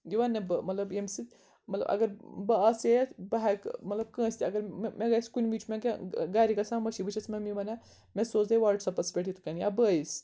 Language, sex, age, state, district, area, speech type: Kashmiri, female, 18-30, Jammu and Kashmir, Srinagar, urban, spontaneous